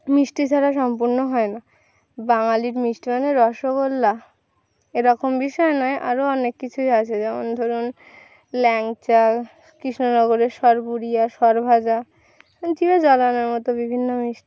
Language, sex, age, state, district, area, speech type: Bengali, female, 18-30, West Bengal, Birbhum, urban, spontaneous